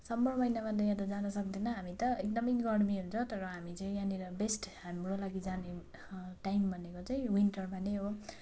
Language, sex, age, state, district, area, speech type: Nepali, female, 30-45, West Bengal, Darjeeling, rural, spontaneous